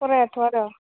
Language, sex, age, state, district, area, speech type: Bodo, female, 18-30, Assam, Udalguri, urban, conversation